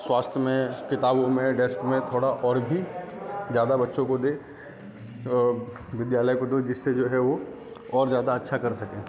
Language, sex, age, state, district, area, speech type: Hindi, male, 30-45, Bihar, Darbhanga, rural, spontaneous